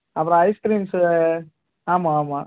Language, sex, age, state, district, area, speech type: Tamil, male, 30-45, Tamil Nadu, Cuddalore, urban, conversation